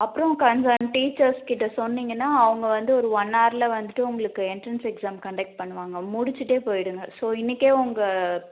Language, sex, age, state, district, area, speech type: Tamil, female, 30-45, Tamil Nadu, Cuddalore, urban, conversation